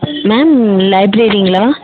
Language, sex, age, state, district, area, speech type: Tamil, female, 18-30, Tamil Nadu, Dharmapuri, rural, conversation